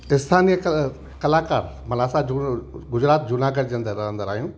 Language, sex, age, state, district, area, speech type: Sindhi, male, 60+, Gujarat, Junagadh, rural, spontaneous